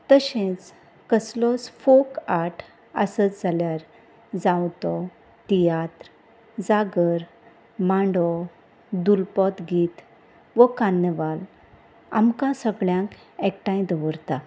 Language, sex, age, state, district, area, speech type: Goan Konkani, female, 30-45, Goa, Salcete, rural, spontaneous